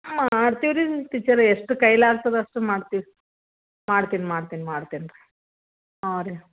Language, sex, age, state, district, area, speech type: Kannada, female, 45-60, Karnataka, Gulbarga, urban, conversation